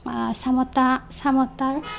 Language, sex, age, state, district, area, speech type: Assamese, female, 18-30, Assam, Barpeta, rural, spontaneous